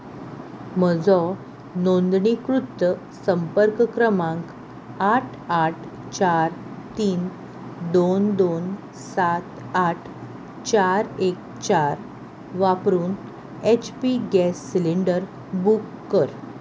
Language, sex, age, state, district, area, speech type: Goan Konkani, female, 18-30, Goa, Salcete, urban, read